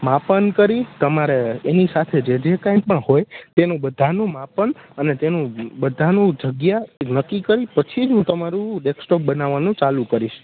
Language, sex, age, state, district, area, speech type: Gujarati, male, 18-30, Gujarat, Rajkot, urban, conversation